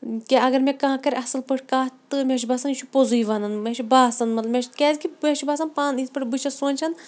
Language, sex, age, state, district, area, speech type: Kashmiri, female, 30-45, Jammu and Kashmir, Shopian, urban, spontaneous